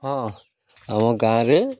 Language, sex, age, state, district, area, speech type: Odia, male, 45-60, Odisha, Malkangiri, urban, spontaneous